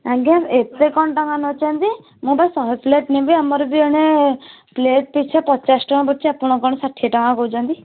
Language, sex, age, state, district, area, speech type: Odia, female, 18-30, Odisha, Kendujhar, urban, conversation